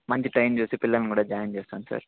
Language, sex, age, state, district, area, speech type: Telugu, male, 18-30, Andhra Pradesh, Annamaya, rural, conversation